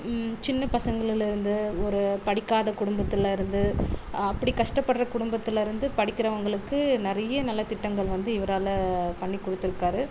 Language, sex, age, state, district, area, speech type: Tamil, female, 18-30, Tamil Nadu, Viluppuram, rural, spontaneous